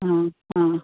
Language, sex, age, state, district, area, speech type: Goan Konkani, female, 45-60, Goa, Bardez, urban, conversation